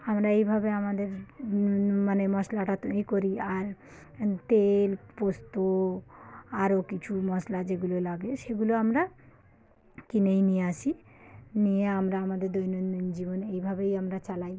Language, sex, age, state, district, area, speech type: Bengali, female, 45-60, West Bengal, South 24 Parganas, rural, spontaneous